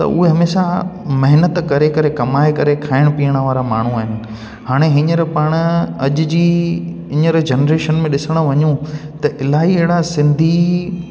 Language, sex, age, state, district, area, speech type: Sindhi, male, 18-30, Gujarat, Junagadh, urban, spontaneous